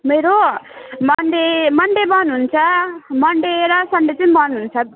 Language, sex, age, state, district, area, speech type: Nepali, female, 18-30, West Bengal, Alipurduar, urban, conversation